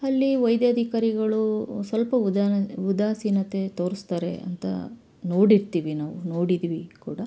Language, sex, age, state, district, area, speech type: Kannada, female, 30-45, Karnataka, Chitradurga, urban, spontaneous